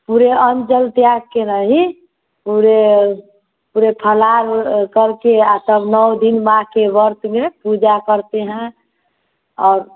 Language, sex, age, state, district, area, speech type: Hindi, female, 30-45, Bihar, Vaishali, rural, conversation